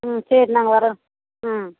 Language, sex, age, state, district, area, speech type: Tamil, female, 60+, Tamil Nadu, Tiruvannamalai, rural, conversation